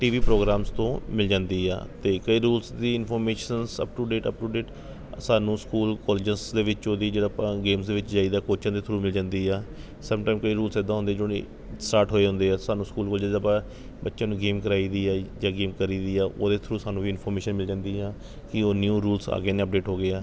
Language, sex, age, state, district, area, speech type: Punjabi, male, 30-45, Punjab, Kapurthala, urban, spontaneous